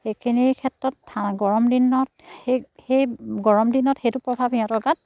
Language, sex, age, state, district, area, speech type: Assamese, female, 30-45, Assam, Charaideo, rural, spontaneous